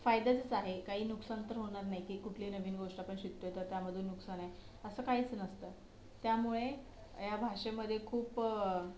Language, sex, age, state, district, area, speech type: Marathi, female, 18-30, Maharashtra, Solapur, urban, spontaneous